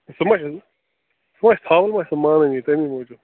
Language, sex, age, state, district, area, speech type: Kashmiri, male, 30-45, Jammu and Kashmir, Bandipora, rural, conversation